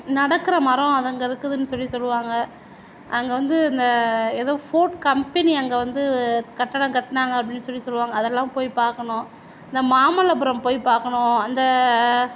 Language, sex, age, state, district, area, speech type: Tamil, female, 60+, Tamil Nadu, Tiruvarur, urban, spontaneous